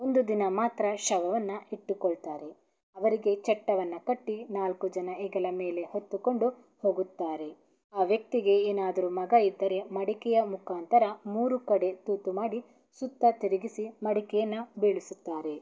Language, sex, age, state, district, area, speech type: Kannada, female, 18-30, Karnataka, Davanagere, rural, spontaneous